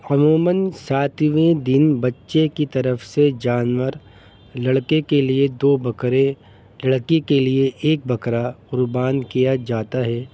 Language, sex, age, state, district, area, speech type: Urdu, male, 30-45, Delhi, North East Delhi, urban, spontaneous